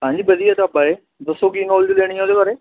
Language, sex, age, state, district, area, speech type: Punjabi, male, 18-30, Punjab, Mohali, rural, conversation